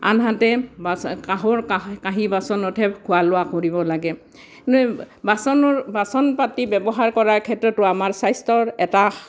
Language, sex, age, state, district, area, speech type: Assamese, female, 60+, Assam, Barpeta, rural, spontaneous